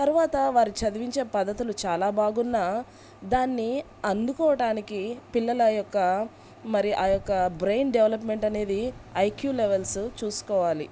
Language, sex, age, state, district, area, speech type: Telugu, female, 30-45, Andhra Pradesh, Bapatla, rural, spontaneous